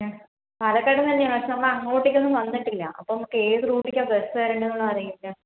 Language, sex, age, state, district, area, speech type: Malayalam, female, 30-45, Kerala, Palakkad, rural, conversation